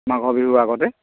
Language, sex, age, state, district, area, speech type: Assamese, male, 45-60, Assam, Sivasagar, rural, conversation